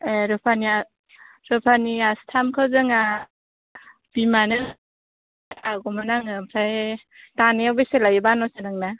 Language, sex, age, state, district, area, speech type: Bodo, female, 18-30, Assam, Kokrajhar, rural, conversation